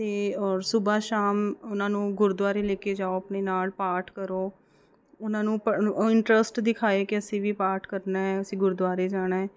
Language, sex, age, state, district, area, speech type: Punjabi, female, 30-45, Punjab, Mohali, urban, spontaneous